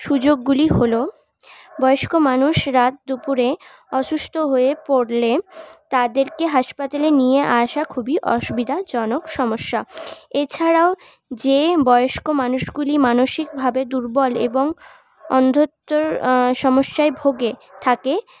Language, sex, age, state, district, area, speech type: Bengali, female, 18-30, West Bengal, Paschim Bardhaman, urban, spontaneous